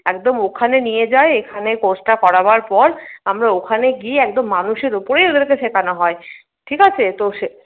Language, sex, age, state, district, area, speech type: Bengali, female, 45-60, West Bengal, Paschim Bardhaman, rural, conversation